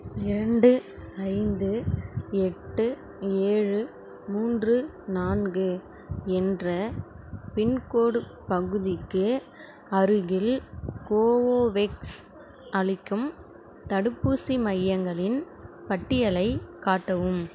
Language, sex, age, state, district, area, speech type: Tamil, female, 30-45, Tamil Nadu, Nagapattinam, rural, read